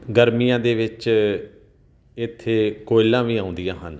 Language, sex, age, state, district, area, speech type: Punjabi, male, 45-60, Punjab, Tarn Taran, rural, spontaneous